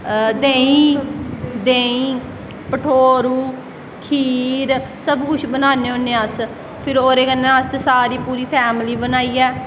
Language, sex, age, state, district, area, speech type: Dogri, female, 18-30, Jammu and Kashmir, Samba, rural, spontaneous